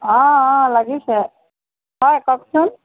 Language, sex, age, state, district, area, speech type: Assamese, female, 30-45, Assam, Jorhat, urban, conversation